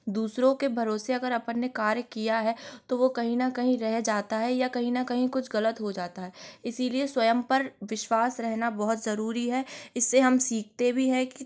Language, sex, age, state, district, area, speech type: Hindi, female, 18-30, Madhya Pradesh, Gwalior, urban, spontaneous